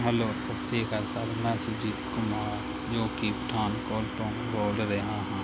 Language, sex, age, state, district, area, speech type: Punjabi, male, 30-45, Punjab, Pathankot, rural, spontaneous